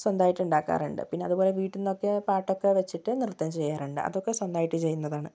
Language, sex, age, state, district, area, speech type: Malayalam, female, 18-30, Kerala, Kozhikode, rural, spontaneous